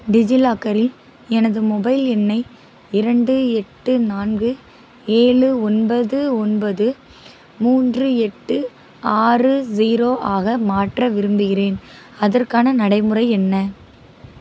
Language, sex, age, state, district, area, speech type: Tamil, female, 18-30, Tamil Nadu, Tirunelveli, rural, read